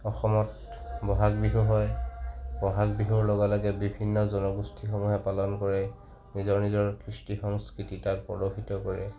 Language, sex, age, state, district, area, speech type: Assamese, male, 60+, Assam, Kamrup Metropolitan, urban, spontaneous